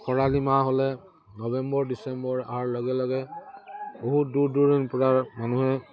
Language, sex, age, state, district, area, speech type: Assamese, male, 60+, Assam, Udalguri, rural, spontaneous